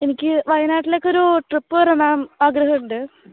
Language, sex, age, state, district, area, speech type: Malayalam, female, 18-30, Kerala, Wayanad, rural, conversation